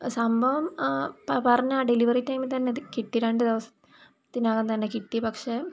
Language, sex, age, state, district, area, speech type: Malayalam, female, 18-30, Kerala, Kollam, rural, spontaneous